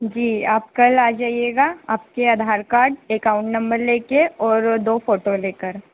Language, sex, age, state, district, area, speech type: Hindi, female, 18-30, Madhya Pradesh, Harda, urban, conversation